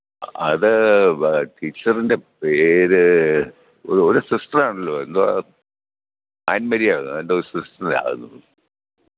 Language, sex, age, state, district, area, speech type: Malayalam, male, 60+, Kerala, Pathanamthitta, rural, conversation